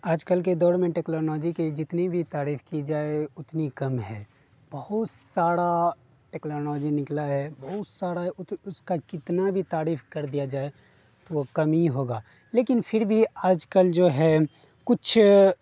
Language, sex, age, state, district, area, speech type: Urdu, male, 18-30, Bihar, Darbhanga, rural, spontaneous